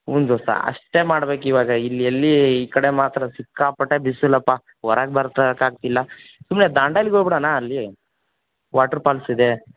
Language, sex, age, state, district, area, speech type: Kannada, male, 18-30, Karnataka, Koppal, rural, conversation